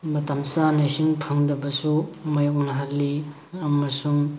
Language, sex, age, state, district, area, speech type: Manipuri, male, 30-45, Manipur, Thoubal, rural, spontaneous